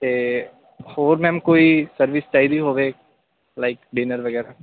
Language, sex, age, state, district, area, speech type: Punjabi, male, 18-30, Punjab, Ludhiana, urban, conversation